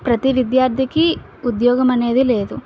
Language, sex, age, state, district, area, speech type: Telugu, female, 18-30, Andhra Pradesh, Visakhapatnam, rural, spontaneous